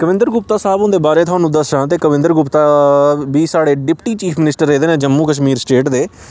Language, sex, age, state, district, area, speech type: Dogri, male, 18-30, Jammu and Kashmir, Samba, rural, spontaneous